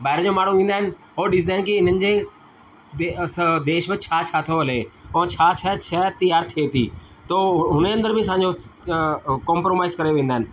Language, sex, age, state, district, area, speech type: Sindhi, male, 45-60, Delhi, South Delhi, urban, spontaneous